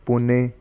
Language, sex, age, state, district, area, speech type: Punjabi, male, 18-30, Punjab, Ludhiana, urban, spontaneous